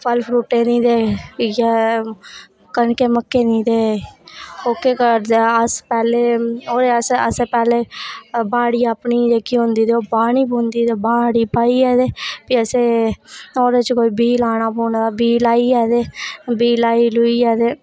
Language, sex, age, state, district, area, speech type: Dogri, female, 18-30, Jammu and Kashmir, Reasi, rural, spontaneous